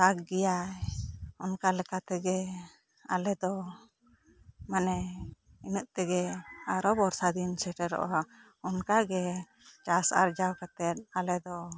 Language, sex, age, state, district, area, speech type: Santali, female, 45-60, West Bengal, Bankura, rural, spontaneous